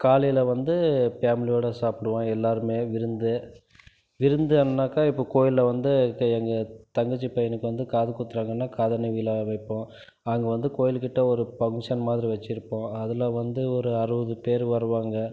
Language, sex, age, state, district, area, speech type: Tamil, male, 30-45, Tamil Nadu, Krishnagiri, rural, spontaneous